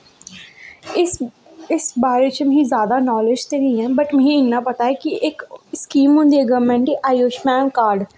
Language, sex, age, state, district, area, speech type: Dogri, female, 18-30, Jammu and Kashmir, Jammu, rural, spontaneous